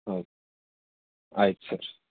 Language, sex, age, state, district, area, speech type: Kannada, male, 18-30, Karnataka, Shimoga, rural, conversation